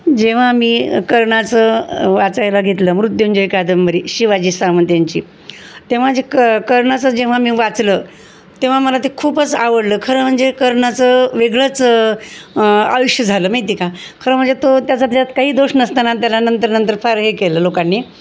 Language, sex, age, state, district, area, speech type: Marathi, female, 60+, Maharashtra, Osmanabad, rural, spontaneous